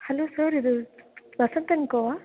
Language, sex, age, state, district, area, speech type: Tamil, female, 18-30, Tamil Nadu, Thanjavur, rural, conversation